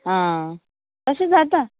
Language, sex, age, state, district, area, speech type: Goan Konkani, female, 18-30, Goa, Canacona, rural, conversation